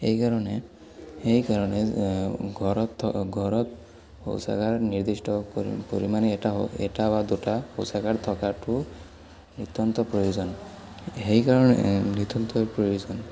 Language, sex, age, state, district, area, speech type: Assamese, male, 18-30, Assam, Barpeta, rural, spontaneous